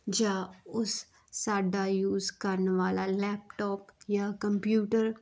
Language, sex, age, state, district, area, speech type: Punjabi, female, 30-45, Punjab, Muktsar, rural, spontaneous